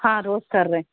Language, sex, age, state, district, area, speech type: Urdu, female, 45-60, Bihar, Gaya, urban, conversation